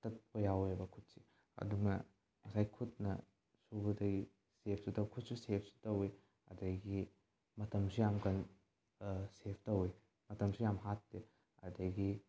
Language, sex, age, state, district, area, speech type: Manipuri, male, 18-30, Manipur, Bishnupur, rural, spontaneous